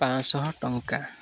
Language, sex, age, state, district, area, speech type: Odia, male, 18-30, Odisha, Jagatsinghpur, rural, spontaneous